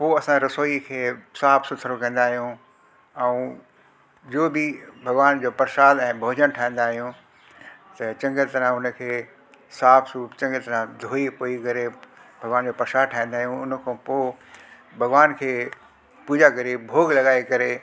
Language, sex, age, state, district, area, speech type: Sindhi, male, 60+, Delhi, South Delhi, urban, spontaneous